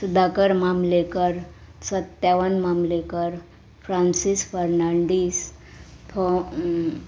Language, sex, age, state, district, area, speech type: Goan Konkani, female, 45-60, Goa, Murmgao, urban, spontaneous